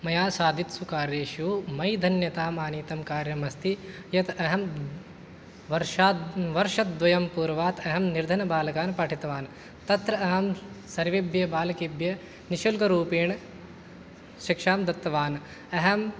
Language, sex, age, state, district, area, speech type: Sanskrit, male, 18-30, Rajasthan, Jaipur, urban, spontaneous